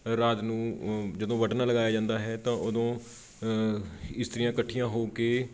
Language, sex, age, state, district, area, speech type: Punjabi, male, 30-45, Punjab, Patiala, urban, spontaneous